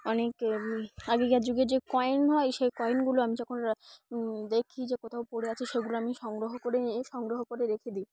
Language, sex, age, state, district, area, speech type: Bengali, female, 18-30, West Bengal, Dakshin Dinajpur, urban, spontaneous